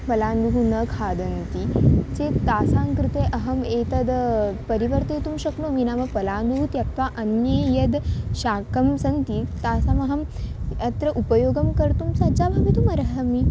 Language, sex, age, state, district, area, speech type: Sanskrit, female, 18-30, Maharashtra, Wardha, urban, spontaneous